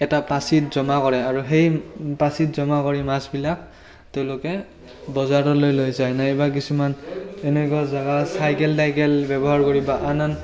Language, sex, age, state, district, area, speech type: Assamese, male, 18-30, Assam, Barpeta, rural, spontaneous